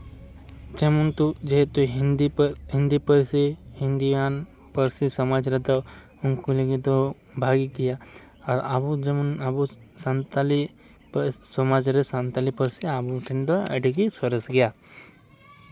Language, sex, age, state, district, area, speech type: Santali, male, 18-30, West Bengal, Purba Bardhaman, rural, spontaneous